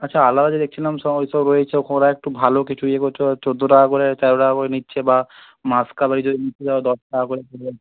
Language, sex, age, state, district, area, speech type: Bengali, male, 18-30, West Bengal, Hooghly, urban, conversation